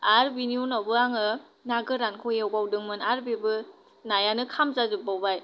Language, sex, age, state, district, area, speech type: Bodo, female, 18-30, Assam, Kokrajhar, rural, spontaneous